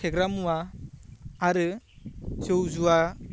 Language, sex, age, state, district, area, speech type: Bodo, male, 18-30, Assam, Baksa, rural, spontaneous